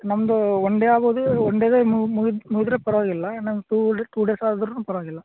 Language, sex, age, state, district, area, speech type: Kannada, male, 30-45, Karnataka, Raichur, rural, conversation